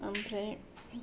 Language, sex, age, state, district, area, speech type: Bodo, female, 45-60, Assam, Kokrajhar, rural, spontaneous